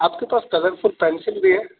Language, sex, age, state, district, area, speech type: Urdu, male, 30-45, Delhi, North East Delhi, urban, conversation